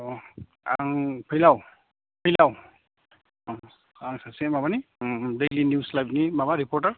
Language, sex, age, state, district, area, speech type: Bodo, male, 45-60, Assam, Kokrajhar, rural, conversation